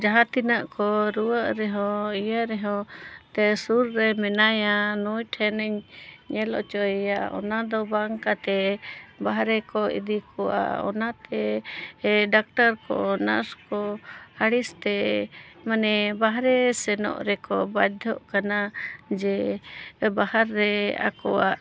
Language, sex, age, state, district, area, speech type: Santali, female, 45-60, Jharkhand, Bokaro, rural, spontaneous